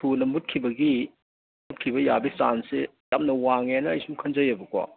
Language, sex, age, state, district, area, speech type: Manipuri, male, 60+, Manipur, Imphal East, rural, conversation